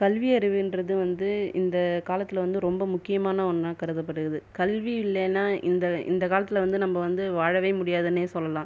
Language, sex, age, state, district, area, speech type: Tamil, female, 30-45, Tamil Nadu, Viluppuram, rural, spontaneous